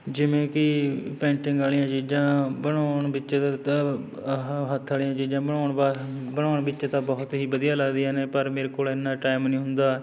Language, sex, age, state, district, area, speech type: Punjabi, male, 30-45, Punjab, Fatehgarh Sahib, rural, spontaneous